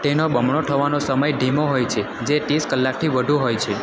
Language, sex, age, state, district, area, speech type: Gujarati, male, 18-30, Gujarat, Valsad, rural, read